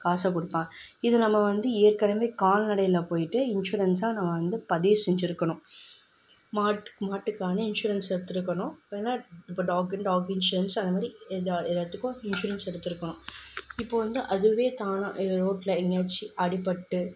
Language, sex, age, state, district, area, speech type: Tamil, female, 18-30, Tamil Nadu, Kanchipuram, urban, spontaneous